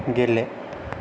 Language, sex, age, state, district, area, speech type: Bodo, male, 18-30, Assam, Kokrajhar, rural, read